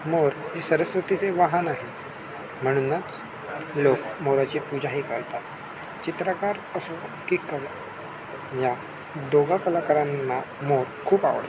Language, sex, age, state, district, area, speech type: Marathi, male, 18-30, Maharashtra, Sindhudurg, rural, spontaneous